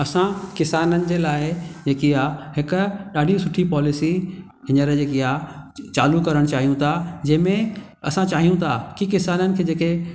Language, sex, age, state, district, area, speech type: Sindhi, male, 45-60, Maharashtra, Thane, urban, spontaneous